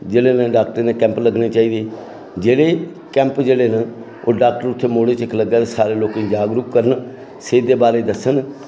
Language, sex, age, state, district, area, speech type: Dogri, male, 60+, Jammu and Kashmir, Samba, rural, spontaneous